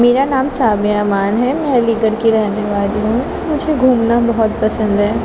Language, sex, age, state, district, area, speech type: Urdu, female, 30-45, Uttar Pradesh, Aligarh, urban, spontaneous